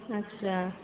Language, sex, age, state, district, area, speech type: Sindhi, female, 30-45, Rajasthan, Ajmer, urban, conversation